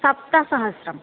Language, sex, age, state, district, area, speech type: Sanskrit, female, 18-30, Kerala, Malappuram, rural, conversation